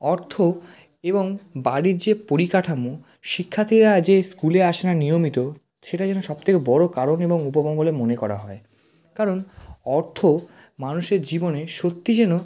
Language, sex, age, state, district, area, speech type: Bengali, male, 18-30, West Bengal, South 24 Parganas, rural, spontaneous